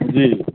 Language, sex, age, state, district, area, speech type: Maithili, male, 30-45, Bihar, Madhepura, urban, conversation